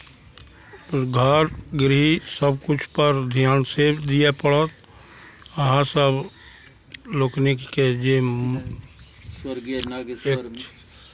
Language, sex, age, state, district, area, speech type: Maithili, male, 45-60, Bihar, Araria, rural, spontaneous